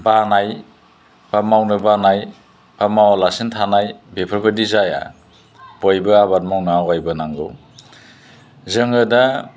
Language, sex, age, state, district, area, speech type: Bodo, male, 60+, Assam, Chirang, urban, spontaneous